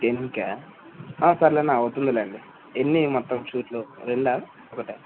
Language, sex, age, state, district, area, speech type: Telugu, male, 30-45, Andhra Pradesh, Kadapa, rural, conversation